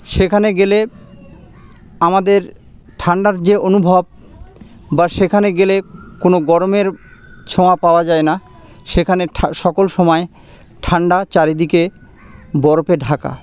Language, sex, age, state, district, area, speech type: Bengali, male, 30-45, West Bengal, Birbhum, urban, spontaneous